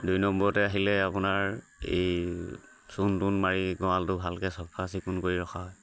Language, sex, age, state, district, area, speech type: Assamese, male, 45-60, Assam, Charaideo, rural, spontaneous